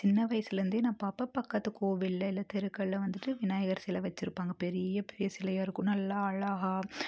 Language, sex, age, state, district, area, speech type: Tamil, female, 30-45, Tamil Nadu, Tiruppur, rural, spontaneous